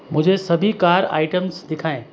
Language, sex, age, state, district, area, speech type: Hindi, male, 30-45, Rajasthan, Jodhpur, urban, read